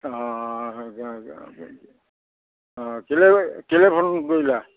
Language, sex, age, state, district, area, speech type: Assamese, male, 60+, Assam, Majuli, urban, conversation